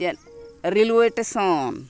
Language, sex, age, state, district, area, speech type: Santali, female, 60+, Jharkhand, Bokaro, rural, spontaneous